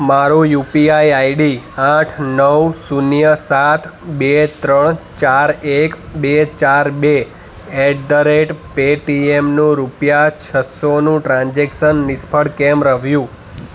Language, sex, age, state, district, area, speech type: Gujarati, male, 30-45, Gujarat, Ahmedabad, urban, read